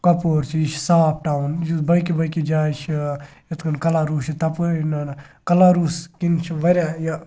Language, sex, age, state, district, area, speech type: Kashmiri, male, 18-30, Jammu and Kashmir, Kupwara, rural, spontaneous